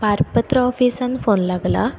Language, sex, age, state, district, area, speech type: Goan Konkani, female, 18-30, Goa, Quepem, rural, spontaneous